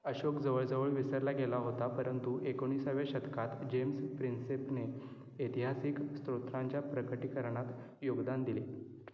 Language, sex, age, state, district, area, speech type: Marathi, male, 18-30, Maharashtra, Kolhapur, rural, read